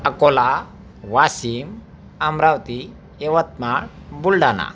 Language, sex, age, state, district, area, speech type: Marathi, male, 30-45, Maharashtra, Akola, urban, spontaneous